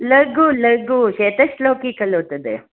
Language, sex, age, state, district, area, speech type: Sanskrit, female, 60+, Karnataka, Hassan, rural, conversation